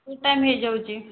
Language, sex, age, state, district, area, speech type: Odia, female, 18-30, Odisha, Jajpur, rural, conversation